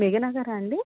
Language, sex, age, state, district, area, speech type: Telugu, female, 18-30, Telangana, Medchal, urban, conversation